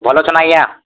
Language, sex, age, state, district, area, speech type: Odia, male, 18-30, Odisha, Kalahandi, rural, conversation